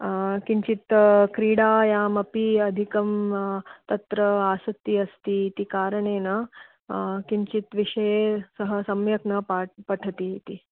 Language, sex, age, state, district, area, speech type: Sanskrit, female, 45-60, Karnataka, Belgaum, urban, conversation